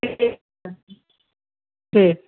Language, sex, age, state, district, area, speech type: Maithili, female, 60+, Bihar, Samastipur, urban, conversation